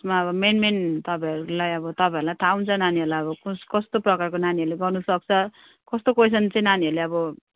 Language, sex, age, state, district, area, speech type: Nepali, female, 45-60, West Bengal, Jalpaiguri, urban, conversation